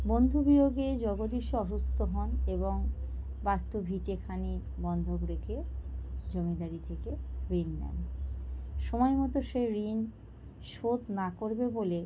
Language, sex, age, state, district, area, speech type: Bengali, female, 30-45, West Bengal, North 24 Parganas, urban, spontaneous